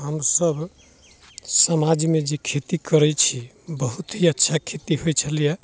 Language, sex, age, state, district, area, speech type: Maithili, male, 30-45, Bihar, Muzaffarpur, rural, spontaneous